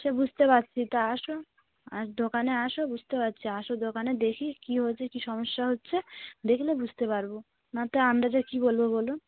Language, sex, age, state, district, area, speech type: Bengali, female, 45-60, West Bengal, Dakshin Dinajpur, urban, conversation